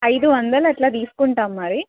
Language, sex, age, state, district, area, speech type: Telugu, female, 18-30, Telangana, Nizamabad, urban, conversation